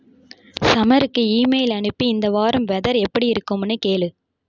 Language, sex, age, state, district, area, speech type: Tamil, female, 30-45, Tamil Nadu, Mayiladuthurai, rural, read